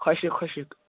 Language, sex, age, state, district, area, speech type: Kashmiri, male, 18-30, Jammu and Kashmir, Srinagar, urban, conversation